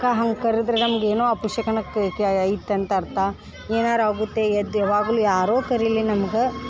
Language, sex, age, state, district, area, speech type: Kannada, female, 18-30, Karnataka, Dharwad, urban, spontaneous